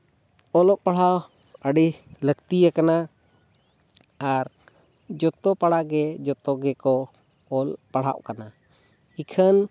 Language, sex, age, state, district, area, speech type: Santali, male, 30-45, Jharkhand, Seraikela Kharsawan, rural, spontaneous